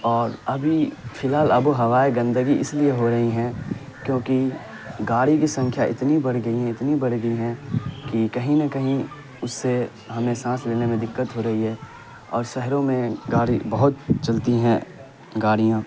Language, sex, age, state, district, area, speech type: Urdu, male, 18-30, Bihar, Saharsa, urban, spontaneous